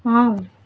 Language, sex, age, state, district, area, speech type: Tamil, female, 18-30, Tamil Nadu, Madurai, rural, read